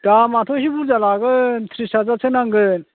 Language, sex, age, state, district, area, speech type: Bodo, male, 45-60, Assam, Chirang, rural, conversation